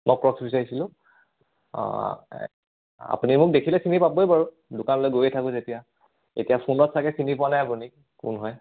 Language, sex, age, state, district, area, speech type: Assamese, male, 18-30, Assam, Charaideo, urban, conversation